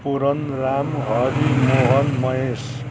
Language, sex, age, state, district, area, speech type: Nepali, male, 60+, West Bengal, Kalimpong, rural, spontaneous